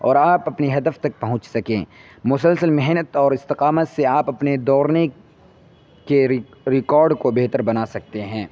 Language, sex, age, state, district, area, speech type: Urdu, male, 18-30, Uttar Pradesh, Saharanpur, urban, spontaneous